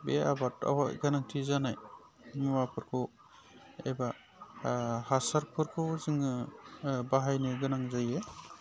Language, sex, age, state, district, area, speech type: Bodo, male, 30-45, Assam, Udalguri, rural, spontaneous